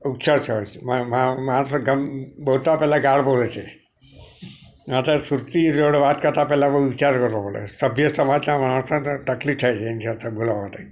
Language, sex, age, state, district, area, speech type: Gujarati, male, 60+, Gujarat, Narmada, urban, spontaneous